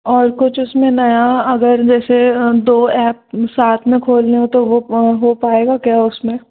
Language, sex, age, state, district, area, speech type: Hindi, female, 18-30, Madhya Pradesh, Jabalpur, urban, conversation